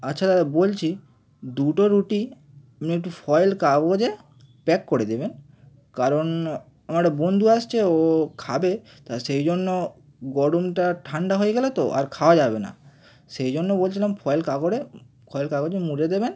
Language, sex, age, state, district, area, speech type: Bengali, male, 18-30, West Bengal, Howrah, urban, spontaneous